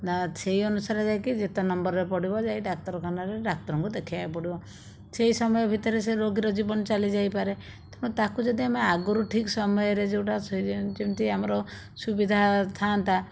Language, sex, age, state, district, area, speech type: Odia, female, 30-45, Odisha, Jajpur, rural, spontaneous